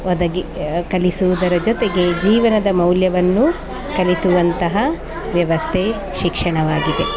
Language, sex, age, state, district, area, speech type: Kannada, female, 45-60, Karnataka, Dakshina Kannada, rural, spontaneous